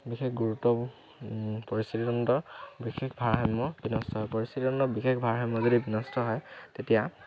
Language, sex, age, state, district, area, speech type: Assamese, male, 18-30, Assam, Dhemaji, urban, spontaneous